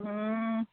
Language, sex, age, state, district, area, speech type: Manipuri, female, 30-45, Manipur, Chandel, rural, conversation